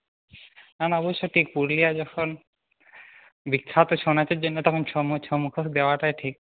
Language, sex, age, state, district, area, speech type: Bengali, male, 18-30, West Bengal, Purulia, urban, conversation